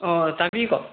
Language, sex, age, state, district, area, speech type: Manipuri, male, 30-45, Manipur, Kangpokpi, urban, conversation